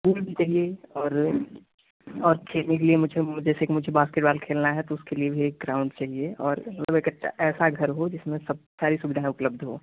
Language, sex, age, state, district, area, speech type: Hindi, male, 18-30, Uttar Pradesh, Prayagraj, rural, conversation